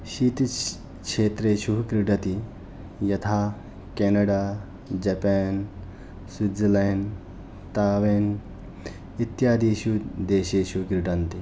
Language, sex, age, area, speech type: Sanskrit, male, 30-45, rural, spontaneous